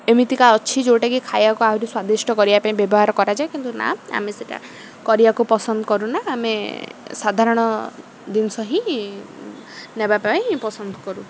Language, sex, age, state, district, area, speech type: Odia, female, 45-60, Odisha, Rayagada, rural, spontaneous